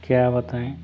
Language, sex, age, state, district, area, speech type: Hindi, male, 30-45, Uttar Pradesh, Ghazipur, rural, spontaneous